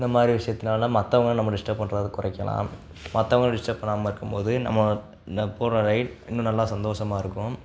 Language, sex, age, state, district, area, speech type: Tamil, male, 18-30, Tamil Nadu, Sivaganga, rural, spontaneous